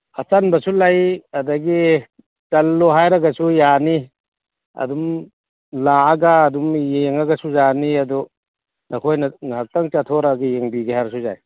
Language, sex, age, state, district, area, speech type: Manipuri, male, 60+, Manipur, Churachandpur, urban, conversation